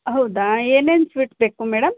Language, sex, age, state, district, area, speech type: Kannada, female, 45-60, Karnataka, Hassan, urban, conversation